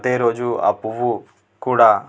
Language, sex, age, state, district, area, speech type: Telugu, male, 18-30, Telangana, Nalgonda, urban, spontaneous